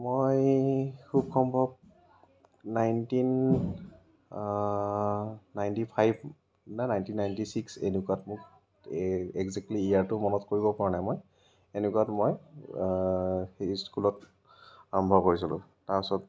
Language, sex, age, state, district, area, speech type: Assamese, male, 30-45, Assam, Kamrup Metropolitan, rural, spontaneous